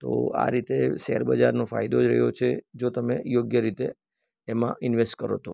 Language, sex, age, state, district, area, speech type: Gujarati, male, 45-60, Gujarat, Surat, rural, spontaneous